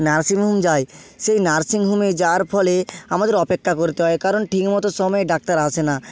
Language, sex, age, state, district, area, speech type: Bengali, male, 18-30, West Bengal, Hooghly, urban, spontaneous